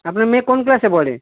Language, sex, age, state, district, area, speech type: Bengali, male, 45-60, West Bengal, Howrah, urban, conversation